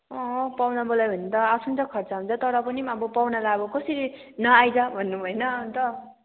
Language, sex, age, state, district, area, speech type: Nepali, female, 18-30, West Bengal, Kalimpong, rural, conversation